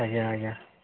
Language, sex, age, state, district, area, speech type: Odia, male, 45-60, Odisha, Sambalpur, rural, conversation